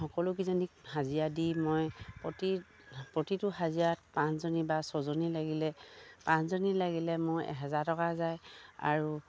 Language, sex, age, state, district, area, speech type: Assamese, female, 45-60, Assam, Dibrugarh, rural, spontaneous